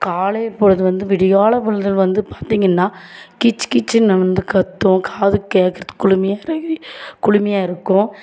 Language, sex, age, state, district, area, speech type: Tamil, female, 30-45, Tamil Nadu, Tirupattur, rural, spontaneous